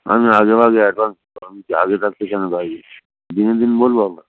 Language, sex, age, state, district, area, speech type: Bengali, male, 45-60, West Bengal, Hooghly, rural, conversation